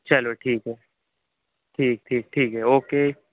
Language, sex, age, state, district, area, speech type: Hindi, male, 18-30, Madhya Pradesh, Jabalpur, urban, conversation